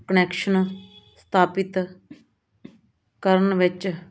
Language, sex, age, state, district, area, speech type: Punjabi, female, 30-45, Punjab, Muktsar, urban, read